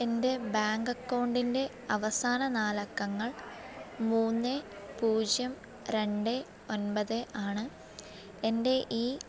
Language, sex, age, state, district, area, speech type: Malayalam, female, 18-30, Kerala, Alappuzha, rural, spontaneous